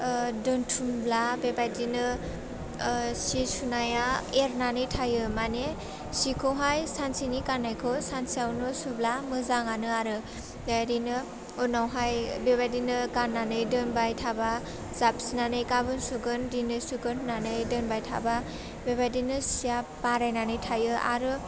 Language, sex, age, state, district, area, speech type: Bodo, female, 18-30, Assam, Chirang, urban, spontaneous